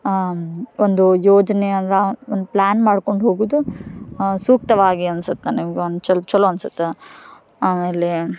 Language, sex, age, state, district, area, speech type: Kannada, female, 18-30, Karnataka, Dharwad, rural, spontaneous